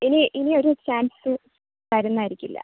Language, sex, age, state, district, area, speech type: Malayalam, female, 18-30, Kerala, Thiruvananthapuram, rural, conversation